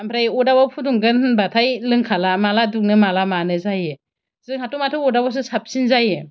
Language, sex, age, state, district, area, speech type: Bodo, female, 45-60, Assam, Chirang, rural, spontaneous